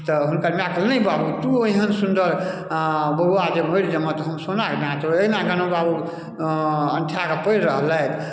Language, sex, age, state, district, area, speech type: Maithili, male, 60+, Bihar, Darbhanga, rural, spontaneous